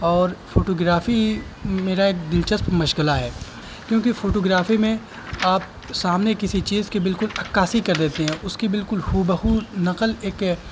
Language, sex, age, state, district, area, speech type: Urdu, male, 30-45, Uttar Pradesh, Azamgarh, rural, spontaneous